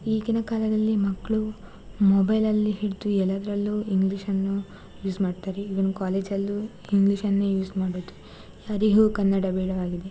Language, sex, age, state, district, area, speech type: Kannada, female, 18-30, Karnataka, Dakshina Kannada, rural, spontaneous